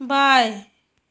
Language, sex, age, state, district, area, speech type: Hindi, female, 30-45, Uttar Pradesh, Azamgarh, rural, read